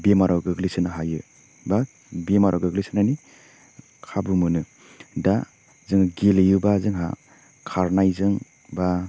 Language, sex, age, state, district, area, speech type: Bodo, male, 30-45, Assam, Chirang, rural, spontaneous